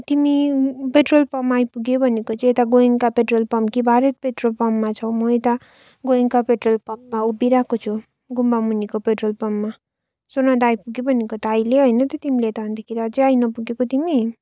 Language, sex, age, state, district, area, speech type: Nepali, female, 45-60, West Bengal, Darjeeling, rural, spontaneous